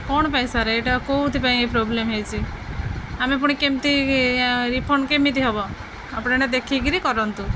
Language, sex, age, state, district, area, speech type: Odia, female, 30-45, Odisha, Jagatsinghpur, rural, spontaneous